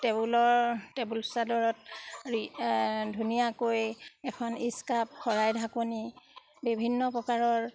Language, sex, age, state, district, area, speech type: Assamese, female, 30-45, Assam, Sivasagar, rural, spontaneous